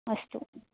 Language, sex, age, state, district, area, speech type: Sanskrit, female, 18-30, Kerala, Thrissur, rural, conversation